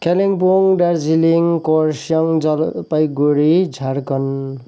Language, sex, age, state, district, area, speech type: Nepali, male, 45-60, West Bengal, Kalimpong, rural, spontaneous